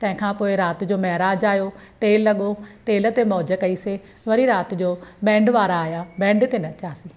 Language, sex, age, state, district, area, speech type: Sindhi, female, 45-60, Maharashtra, Pune, urban, spontaneous